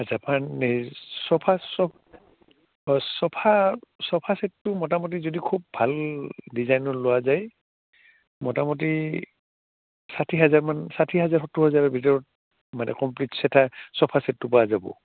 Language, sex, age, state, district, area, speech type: Assamese, male, 60+, Assam, Udalguri, urban, conversation